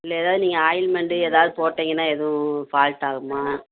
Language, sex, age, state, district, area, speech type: Tamil, female, 45-60, Tamil Nadu, Madurai, urban, conversation